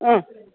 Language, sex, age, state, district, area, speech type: Malayalam, female, 60+, Kerala, Idukki, rural, conversation